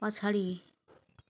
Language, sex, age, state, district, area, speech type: Nepali, female, 30-45, West Bengal, Jalpaiguri, urban, read